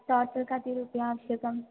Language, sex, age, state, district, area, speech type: Sanskrit, female, 18-30, Kerala, Thrissur, urban, conversation